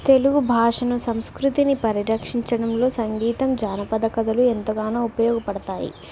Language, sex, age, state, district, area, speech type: Telugu, female, 18-30, Telangana, Warangal, rural, spontaneous